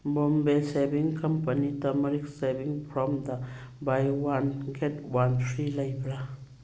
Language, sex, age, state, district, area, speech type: Manipuri, female, 60+, Manipur, Churachandpur, urban, read